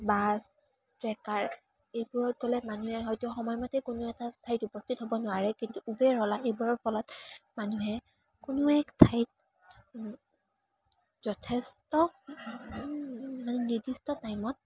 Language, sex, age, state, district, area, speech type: Assamese, female, 18-30, Assam, Kamrup Metropolitan, urban, spontaneous